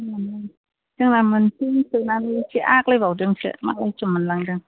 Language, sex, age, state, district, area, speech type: Bodo, female, 60+, Assam, Chirang, rural, conversation